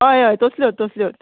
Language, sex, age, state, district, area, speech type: Goan Konkani, female, 30-45, Goa, Murmgao, rural, conversation